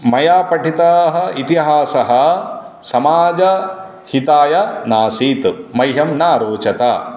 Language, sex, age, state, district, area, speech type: Sanskrit, male, 30-45, Andhra Pradesh, Guntur, urban, spontaneous